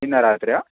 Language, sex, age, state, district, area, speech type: Telugu, male, 18-30, Telangana, Hanamkonda, urban, conversation